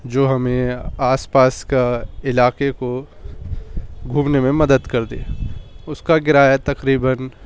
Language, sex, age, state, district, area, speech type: Urdu, male, 30-45, Delhi, East Delhi, urban, spontaneous